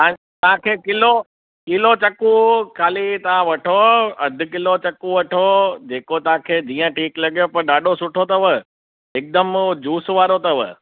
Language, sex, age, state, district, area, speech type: Sindhi, male, 18-30, Gujarat, Kutch, rural, conversation